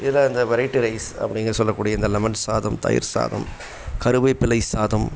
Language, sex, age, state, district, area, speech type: Tamil, male, 60+, Tamil Nadu, Tiruppur, rural, spontaneous